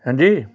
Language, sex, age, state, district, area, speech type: Punjabi, male, 60+, Punjab, Hoshiarpur, urban, spontaneous